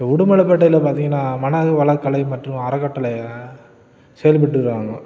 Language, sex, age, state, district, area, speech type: Tamil, male, 30-45, Tamil Nadu, Tiruppur, rural, spontaneous